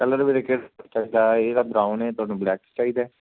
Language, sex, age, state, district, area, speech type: Punjabi, male, 18-30, Punjab, Firozpur, rural, conversation